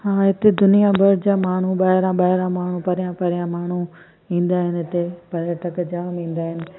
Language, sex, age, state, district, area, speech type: Sindhi, female, 45-60, Gujarat, Kutch, rural, spontaneous